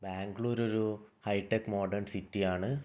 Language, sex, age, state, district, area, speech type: Malayalam, male, 18-30, Kerala, Kannur, rural, spontaneous